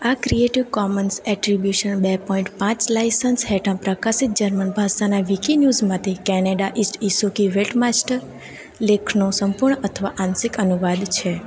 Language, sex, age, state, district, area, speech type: Gujarati, female, 18-30, Gujarat, Valsad, rural, read